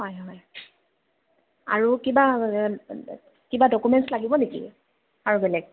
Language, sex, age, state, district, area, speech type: Assamese, female, 30-45, Assam, Majuli, urban, conversation